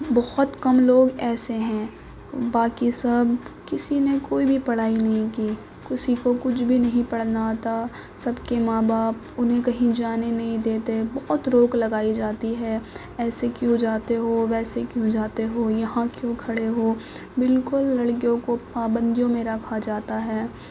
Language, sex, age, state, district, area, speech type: Urdu, female, 18-30, Uttar Pradesh, Gautam Buddha Nagar, urban, spontaneous